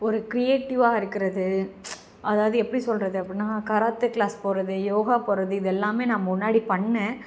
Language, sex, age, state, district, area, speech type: Tamil, female, 18-30, Tamil Nadu, Kanchipuram, urban, spontaneous